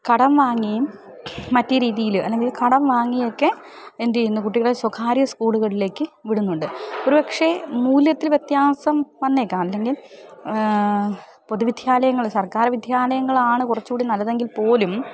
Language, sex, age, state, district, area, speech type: Malayalam, female, 30-45, Kerala, Thiruvananthapuram, urban, spontaneous